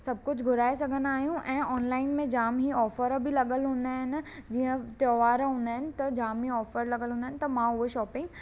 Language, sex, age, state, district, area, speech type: Sindhi, female, 18-30, Maharashtra, Thane, urban, spontaneous